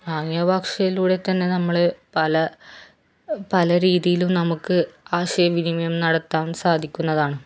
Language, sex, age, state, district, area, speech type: Malayalam, female, 30-45, Kerala, Kannur, rural, spontaneous